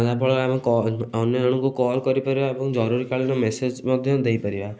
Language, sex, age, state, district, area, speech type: Odia, male, 18-30, Odisha, Kendujhar, urban, spontaneous